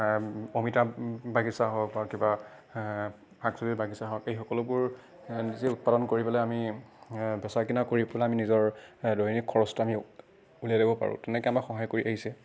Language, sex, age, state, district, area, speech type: Assamese, male, 30-45, Assam, Nagaon, rural, spontaneous